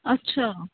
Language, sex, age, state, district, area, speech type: Punjabi, female, 18-30, Punjab, Hoshiarpur, urban, conversation